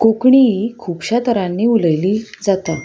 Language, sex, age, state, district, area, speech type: Goan Konkani, female, 30-45, Goa, Salcete, rural, spontaneous